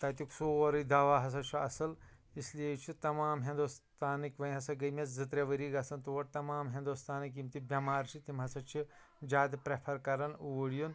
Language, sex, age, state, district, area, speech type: Kashmiri, male, 30-45, Jammu and Kashmir, Anantnag, rural, spontaneous